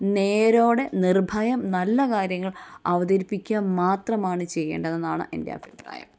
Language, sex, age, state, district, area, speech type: Malayalam, female, 30-45, Kerala, Kottayam, rural, spontaneous